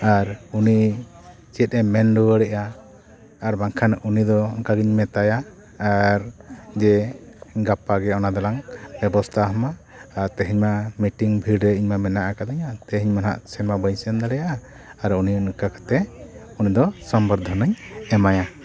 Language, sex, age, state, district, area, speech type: Santali, male, 45-60, Odisha, Mayurbhanj, rural, spontaneous